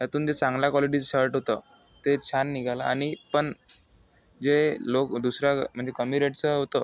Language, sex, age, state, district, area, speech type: Marathi, male, 18-30, Maharashtra, Amravati, rural, spontaneous